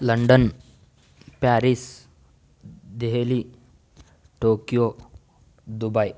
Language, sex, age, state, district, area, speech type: Kannada, male, 18-30, Karnataka, Tumkur, rural, spontaneous